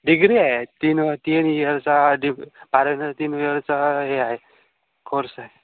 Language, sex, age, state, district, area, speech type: Marathi, male, 18-30, Maharashtra, Sindhudurg, rural, conversation